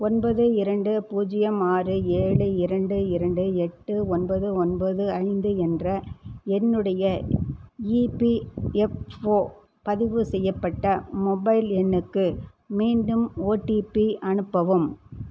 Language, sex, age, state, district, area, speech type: Tamil, female, 60+, Tamil Nadu, Erode, urban, read